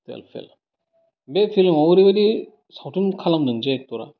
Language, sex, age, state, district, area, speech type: Bodo, male, 18-30, Assam, Udalguri, urban, spontaneous